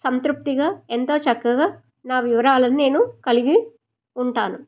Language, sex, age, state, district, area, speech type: Telugu, female, 45-60, Telangana, Medchal, rural, spontaneous